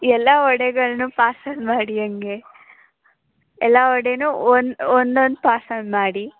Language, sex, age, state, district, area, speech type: Kannada, female, 18-30, Karnataka, Mandya, rural, conversation